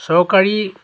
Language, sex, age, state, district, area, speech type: Assamese, male, 45-60, Assam, Lakhimpur, rural, spontaneous